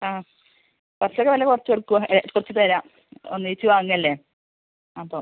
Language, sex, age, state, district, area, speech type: Malayalam, female, 30-45, Kerala, Malappuram, rural, conversation